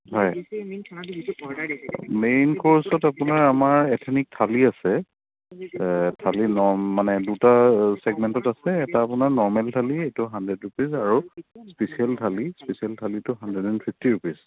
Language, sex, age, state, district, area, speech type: Assamese, male, 45-60, Assam, Dibrugarh, rural, conversation